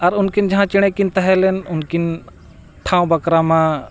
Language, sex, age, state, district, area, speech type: Santali, male, 45-60, Jharkhand, Bokaro, rural, spontaneous